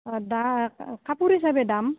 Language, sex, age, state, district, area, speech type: Assamese, female, 45-60, Assam, Goalpara, urban, conversation